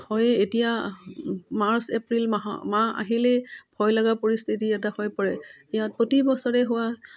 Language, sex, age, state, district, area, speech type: Assamese, female, 45-60, Assam, Udalguri, rural, spontaneous